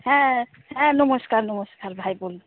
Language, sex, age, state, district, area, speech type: Bengali, female, 45-60, West Bengal, Purba Medinipur, rural, conversation